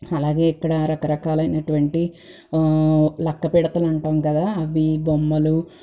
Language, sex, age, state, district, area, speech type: Telugu, female, 18-30, Andhra Pradesh, Guntur, urban, spontaneous